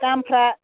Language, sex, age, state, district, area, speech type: Bodo, female, 45-60, Assam, Chirang, rural, conversation